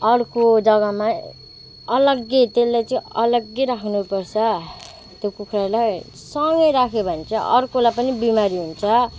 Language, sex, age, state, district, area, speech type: Nepali, female, 18-30, West Bengal, Alipurduar, urban, spontaneous